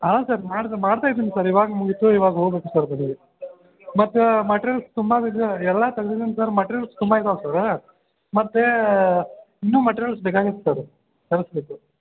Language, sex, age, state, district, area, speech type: Kannada, male, 30-45, Karnataka, Belgaum, urban, conversation